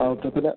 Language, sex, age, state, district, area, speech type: Malayalam, male, 18-30, Kerala, Kasaragod, rural, conversation